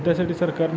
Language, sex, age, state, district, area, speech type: Marathi, male, 18-30, Maharashtra, Satara, rural, spontaneous